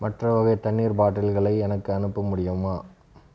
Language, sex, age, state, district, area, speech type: Tamil, male, 30-45, Tamil Nadu, Krishnagiri, rural, read